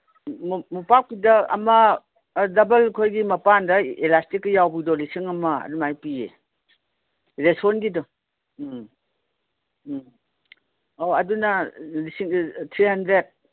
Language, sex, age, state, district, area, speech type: Manipuri, female, 60+, Manipur, Imphal East, rural, conversation